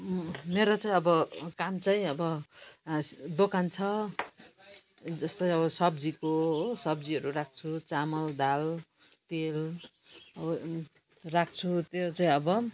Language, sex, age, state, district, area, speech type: Nepali, female, 60+, West Bengal, Kalimpong, rural, spontaneous